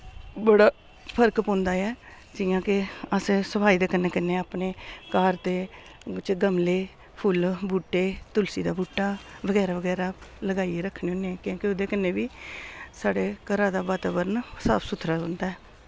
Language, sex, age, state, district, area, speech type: Dogri, female, 60+, Jammu and Kashmir, Samba, urban, spontaneous